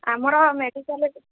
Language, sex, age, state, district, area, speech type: Odia, female, 30-45, Odisha, Sambalpur, rural, conversation